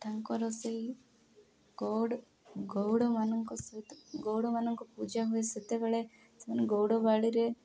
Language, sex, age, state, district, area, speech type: Odia, female, 18-30, Odisha, Nabarangpur, urban, spontaneous